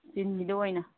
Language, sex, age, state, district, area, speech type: Manipuri, female, 30-45, Manipur, Kangpokpi, urban, conversation